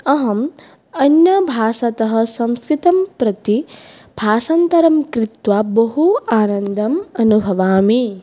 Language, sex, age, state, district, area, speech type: Sanskrit, female, 18-30, Assam, Baksa, rural, spontaneous